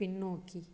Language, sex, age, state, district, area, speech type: Tamil, female, 30-45, Tamil Nadu, Dharmapuri, rural, read